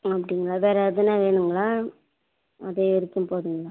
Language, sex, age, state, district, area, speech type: Tamil, female, 30-45, Tamil Nadu, Ranipet, urban, conversation